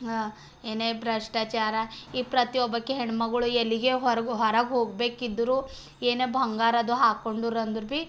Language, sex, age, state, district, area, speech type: Kannada, female, 18-30, Karnataka, Bidar, urban, spontaneous